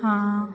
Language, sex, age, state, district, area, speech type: Hindi, female, 18-30, Madhya Pradesh, Hoshangabad, rural, read